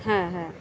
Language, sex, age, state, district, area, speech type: Bengali, female, 30-45, West Bengal, Kolkata, urban, spontaneous